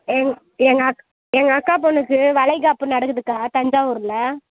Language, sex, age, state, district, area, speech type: Tamil, female, 18-30, Tamil Nadu, Kallakurichi, rural, conversation